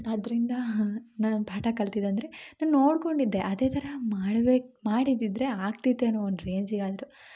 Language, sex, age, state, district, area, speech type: Kannada, female, 18-30, Karnataka, Chikkamagaluru, rural, spontaneous